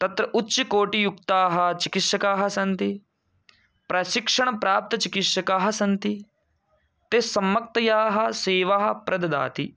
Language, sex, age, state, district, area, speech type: Sanskrit, male, 18-30, Rajasthan, Jaipur, rural, spontaneous